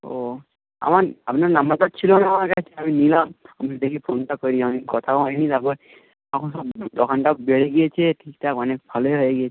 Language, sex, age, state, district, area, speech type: Bengali, male, 18-30, West Bengal, Nadia, rural, conversation